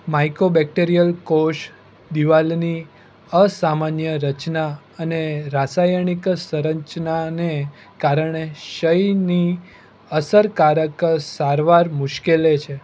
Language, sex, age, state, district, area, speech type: Gujarati, male, 18-30, Gujarat, Surat, urban, read